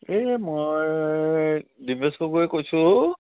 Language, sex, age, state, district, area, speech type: Assamese, male, 60+, Assam, Tinsukia, rural, conversation